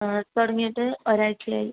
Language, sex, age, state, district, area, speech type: Malayalam, female, 18-30, Kerala, Kasaragod, rural, conversation